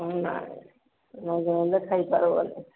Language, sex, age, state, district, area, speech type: Odia, female, 45-60, Odisha, Angul, rural, conversation